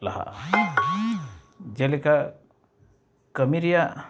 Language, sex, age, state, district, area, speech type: Santali, male, 30-45, West Bengal, Uttar Dinajpur, rural, spontaneous